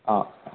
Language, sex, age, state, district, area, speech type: Malayalam, male, 18-30, Kerala, Malappuram, rural, conversation